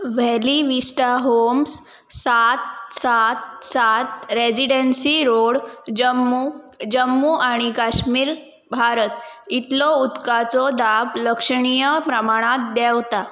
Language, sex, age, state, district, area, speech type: Goan Konkani, female, 18-30, Goa, Pernem, rural, read